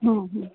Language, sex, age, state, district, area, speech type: Odia, female, 45-60, Odisha, Sundergarh, rural, conversation